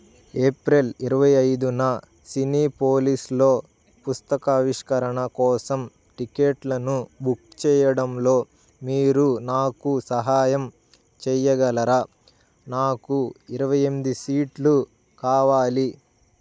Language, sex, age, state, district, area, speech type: Telugu, male, 18-30, Andhra Pradesh, Bapatla, urban, read